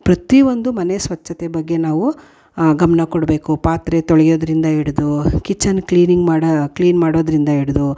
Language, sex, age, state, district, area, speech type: Kannada, female, 45-60, Karnataka, Mysore, urban, spontaneous